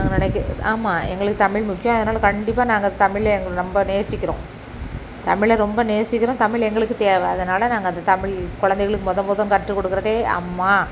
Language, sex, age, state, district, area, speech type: Tamil, female, 45-60, Tamil Nadu, Thoothukudi, rural, spontaneous